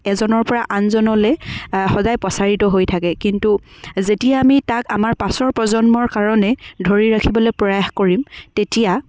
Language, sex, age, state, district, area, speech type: Assamese, female, 30-45, Assam, Dibrugarh, rural, spontaneous